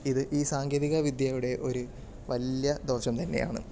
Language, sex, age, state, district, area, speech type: Malayalam, male, 18-30, Kerala, Palakkad, urban, spontaneous